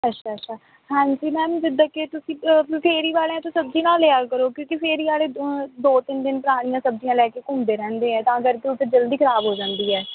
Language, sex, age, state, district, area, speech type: Punjabi, female, 18-30, Punjab, Kapurthala, urban, conversation